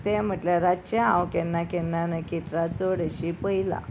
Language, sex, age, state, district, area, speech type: Goan Konkani, female, 30-45, Goa, Ponda, rural, spontaneous